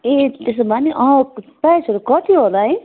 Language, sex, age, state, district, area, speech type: Nepali, female, 45-60, West Bengal, Jalpaiguri, urban, conversation